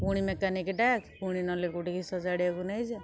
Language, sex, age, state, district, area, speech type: Odia, female, 60+, Odisha, Kendujhar, urban, spontaneous